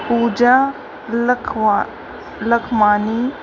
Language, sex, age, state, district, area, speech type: Sindhi, female, 45-60, Uttar Pradesh, Lucknow, urban, spontaneous